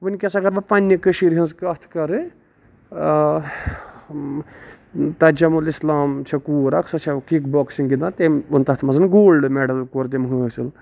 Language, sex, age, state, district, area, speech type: Kashmiri, male, 18-30, Jammu and Kashmir, Budgam, rural, spontaneous